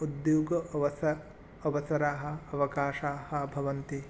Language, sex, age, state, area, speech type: Sanskrit, male, 18-30, Assam, rural, spontaneous